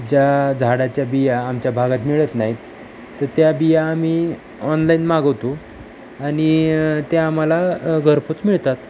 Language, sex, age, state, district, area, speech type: Marathi, male, 30-45, Maharashtra, Osmanabad, rural, spontaneous